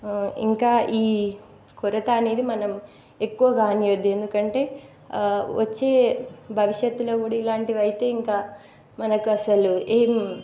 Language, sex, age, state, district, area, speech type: Telugu, female, 18-30, Telangana, Nagarkurnool, rural, spontaneous